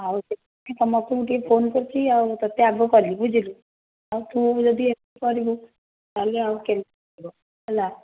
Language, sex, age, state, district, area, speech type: Odia, female, 30-45, Odisha, Cuttack, urban, conversation